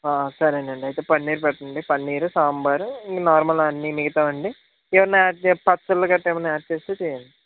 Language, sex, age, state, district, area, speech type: Telugu, male, 18-30, Andhra Pradesh, Konaseema, rural, conversation